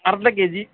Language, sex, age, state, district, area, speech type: Kannada, male, 45-60, Karnataka, Dakshina Kannada, urban, conversation